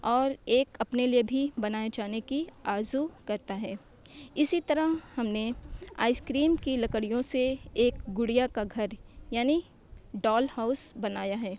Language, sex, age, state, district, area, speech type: Urdu, female, 18-30, Uttar Pradesh, Mau, urban, spontaneous